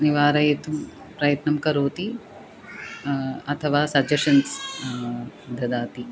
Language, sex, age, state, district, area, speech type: Sanskrit, female, 30-45, Tamil Nadu, Chennai, urban, spontaneous